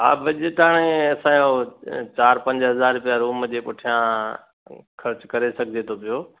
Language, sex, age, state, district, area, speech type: Sindhi, male, 60+, Gujarat, Kutch, urban, conversation